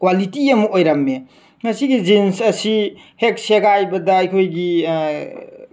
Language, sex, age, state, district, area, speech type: Manipuri, male, 18-30, Manipur, Tengnoupal, rural, spontaneous